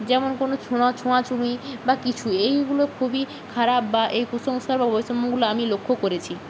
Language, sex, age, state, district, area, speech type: Bengali, female, 18-30, West Bengal, Purba Medinipur, rural, spontaneous